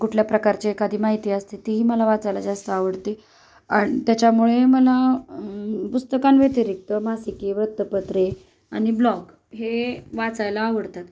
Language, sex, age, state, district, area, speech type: Marathi, female, 30-45, Maharashtra, Osmanabad, rural, spontaneous